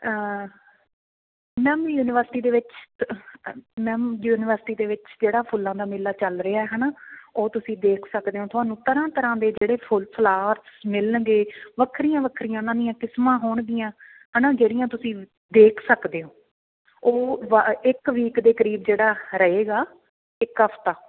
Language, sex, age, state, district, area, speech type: Punjabi, female, 30-45, Punjab, Patiala, rural, conversation